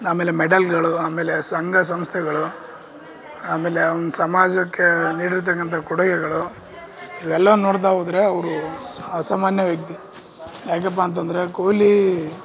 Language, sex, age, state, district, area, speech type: Kannada, male, 18-30, Karnataka, Bellary, rural, spontaneous